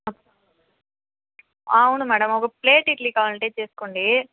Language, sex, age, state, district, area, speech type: Telugu, female, 18-30, Andhra Pradesh, Sri Balaji, rural, conversation